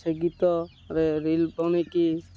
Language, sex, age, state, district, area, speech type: Odia, male, 30-45, Odisha, Malkangiri, urban, spontaneous